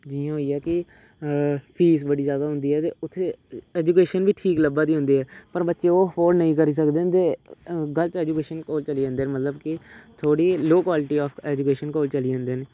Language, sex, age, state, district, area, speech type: Dogri, male, 30-45, Jammu and Kashmir, Reasi, urban, spontaneous